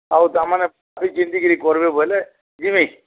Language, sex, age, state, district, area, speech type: Odia, male, 60+, Odisha, Bargarh, urban, conversation